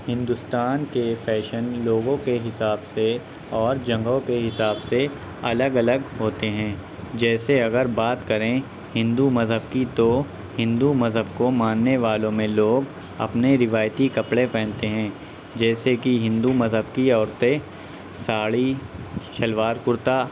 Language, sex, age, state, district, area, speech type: Urdu, male, 18-30, Uttar Pradesh, Shahjahanpur, rural, spontaneous